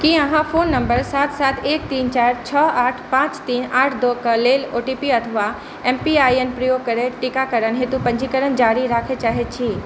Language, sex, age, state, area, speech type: Maithili, female, 45-60, Bihar, urban, read